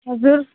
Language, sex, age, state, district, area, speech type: Nepali, male, 18-30, West Bengal, Alipurduar, urban, conversation